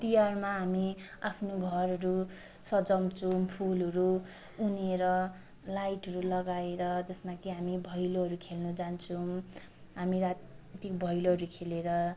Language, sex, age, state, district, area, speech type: Nepali, female, 18-30, West Bengal, Darjeeling, rural, spontaneous